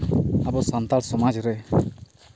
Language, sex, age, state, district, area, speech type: Santali, male, 30-45, Jharkhand, Seraikela Kharsawan, rural, spontaneous